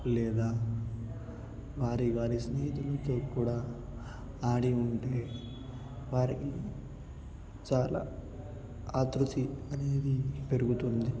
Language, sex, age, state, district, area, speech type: Telugu, male, 18-30, Telangana, Nalgonda, urban, spontaneous